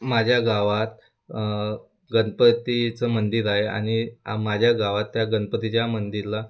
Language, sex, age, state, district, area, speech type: Marathi, male, 30-45, Maharashtra, Wardha, rural, spontaneous